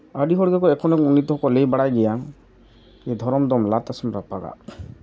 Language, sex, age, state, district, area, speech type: Santali, male, 30-45, West Bengal, Jhargram, rural, spontaneous